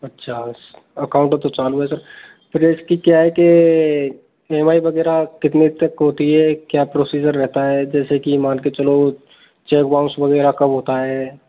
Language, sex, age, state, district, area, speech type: Hindi, male, 18-30, Rajasthan, Karauli, rural, conversation